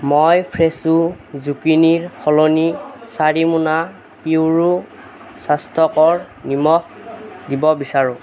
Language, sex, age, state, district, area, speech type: Assamese, male, 18-30, Assam, Nagaon, rural, read